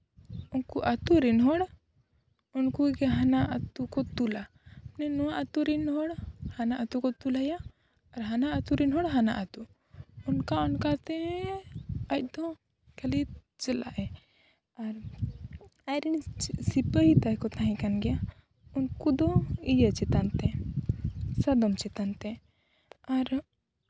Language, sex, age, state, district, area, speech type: Santali, female, 18-30, Jharkhand, Seraikela Kharsawan, rural, spontaneous